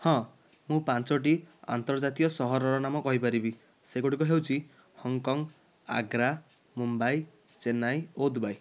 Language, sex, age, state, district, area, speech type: Odia, male, 30-45, Odisha, Nayagarh, rural, spontaneous